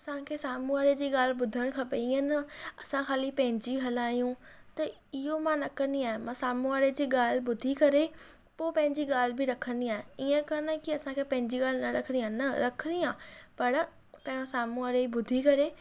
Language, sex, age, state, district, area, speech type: Sindhi, female, 18-30, Maharashtra, Thane, urban, spontaneous